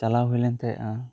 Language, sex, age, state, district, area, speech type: Santali, male, 18-30, West Bengal, Bankura, rural, spontaneous